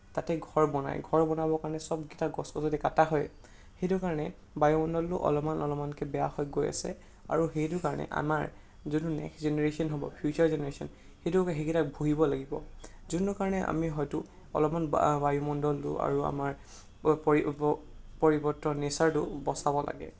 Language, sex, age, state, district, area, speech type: Assamese, male, 18-30, Assam, Charaideo, urban, spontaneous